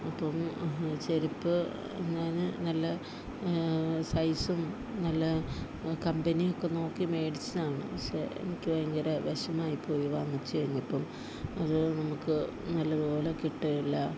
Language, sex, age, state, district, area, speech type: Malayalam, female, 30-45, Kerala, Idukki, rural, spontaneous